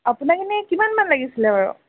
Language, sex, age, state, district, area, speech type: Assamese, female, 18-30, Assam, Golaghat, urban, conversation